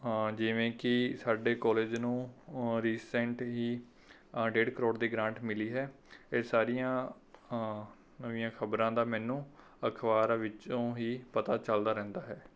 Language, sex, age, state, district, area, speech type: Punjabi, male, 18-30, Punjab, Rupnagar, urban, spontaneous